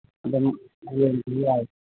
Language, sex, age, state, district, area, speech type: Manipuri, female, 60+, Manipur, Kangpokpi, urban, conversation